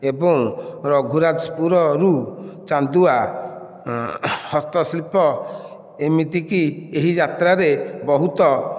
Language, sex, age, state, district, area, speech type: Odia, male, 45-60, Odisha, Nayagarh, rural, spontaneous